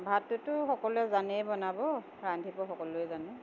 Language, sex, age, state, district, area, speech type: Assamese, female, 45-60, Assam, Tinsukia, urban, spontaneous